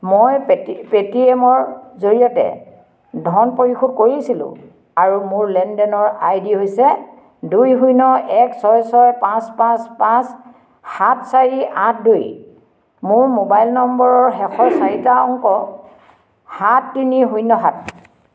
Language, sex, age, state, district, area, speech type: Assamese, female, 60+, Assam, Dhemaji, rural, read